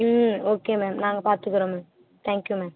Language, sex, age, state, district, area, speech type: Tamil, female, 18-30, Tamil Nadu, Mayiladuthurai, urban, conversation